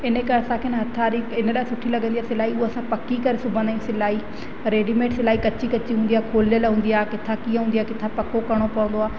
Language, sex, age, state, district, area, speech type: Sindhi, female, 30-45, Madhya Pradesh, Katni, rural, spontaneous